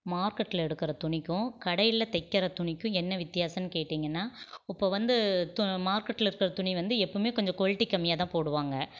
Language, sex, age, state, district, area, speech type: Tamil, female, 45-60, Tamil Nadu, Erode, rural, spontaneous